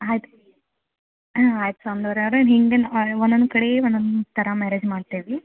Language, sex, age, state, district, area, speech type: Kannada, female, 30-45, Karnataka, Gadag, rural, conversation